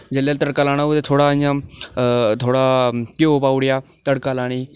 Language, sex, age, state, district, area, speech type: Dogri, male, 18-30, Jammu and Kashmir, Udhampur, urban, spontaneous